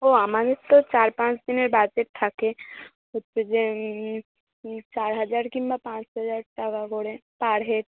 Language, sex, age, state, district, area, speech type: Bengali, female, 30-45, West Bengal, Hooghly, urban, conversation